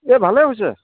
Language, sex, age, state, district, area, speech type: Assamese, male, 45-60, Assam, Sivasagar, rural, conversation